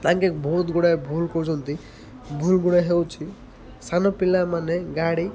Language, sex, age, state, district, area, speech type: Odia, male, 30-45, Odisha, Malkangiri, urban, spontaneous